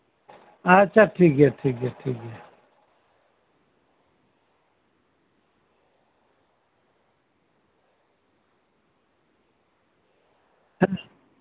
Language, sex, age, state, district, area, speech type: Santali, male, 45-60, West Bengal, Birbhum, rural, conversation